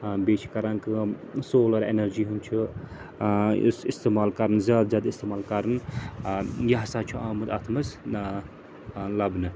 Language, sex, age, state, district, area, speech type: Kashmiri, male, 30-45, Jammu and Kashmir, Srinagar, urban, spontaneous